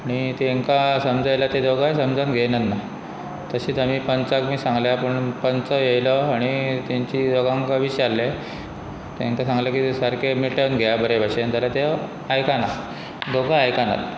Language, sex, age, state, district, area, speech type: Goan Konkani, male, 45-60, Goa, Pernem, rural, spontaneous